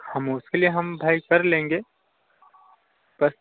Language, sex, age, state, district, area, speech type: Hindi, male, 30-45, Uttar Pradesh, Bhadohi, rural, conversation